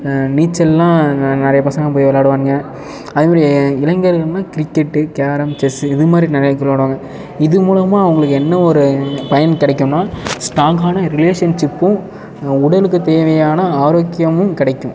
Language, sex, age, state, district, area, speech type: Tamil, male, 18-30, Tamil Nadu, Ariyalur, rural, spontaneous